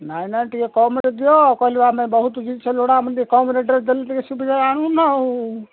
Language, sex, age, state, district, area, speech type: Odia, male, 60+, Odisha, Gajapati, rural, conversation